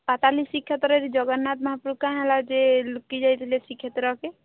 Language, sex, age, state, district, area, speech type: Odia, female, 18-30, Odisha, Subarnapur, urban, conversation